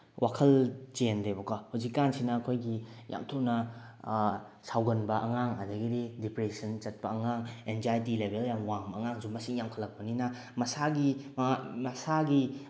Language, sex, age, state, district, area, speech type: Manipuri, male, 18-30, Manipur, Bishnupur, rural, spontaneous